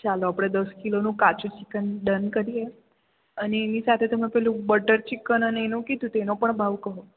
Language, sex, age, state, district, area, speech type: Gujarati, female, 18-30, Gujarat, Surat, urban, conversation